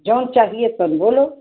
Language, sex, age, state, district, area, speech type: Hindi, female, 60+, Uttar Pradesh, Chandauli, urban, conversation